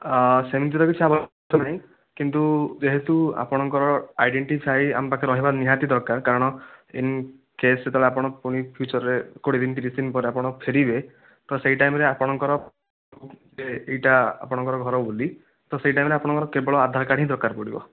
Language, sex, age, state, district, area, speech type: Odia, male, 30-45, Odisha, Nayagarh, rural, conversation